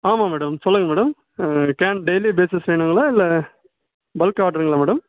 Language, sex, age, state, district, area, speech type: Tamil, male, 18-30, Tamil Nadu, Ranipet, urban, conversation